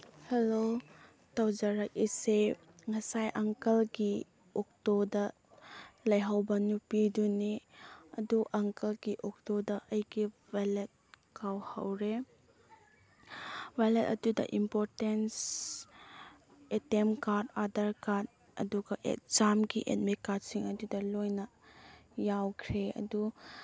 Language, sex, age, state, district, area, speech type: Manipuri, female, 18-30, Manipur, Chandel, rural, spontaneous